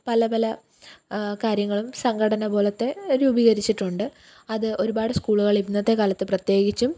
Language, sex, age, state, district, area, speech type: Malayalam, female, 18-30, Kerala, Pathanamthitta, rural, spontaneous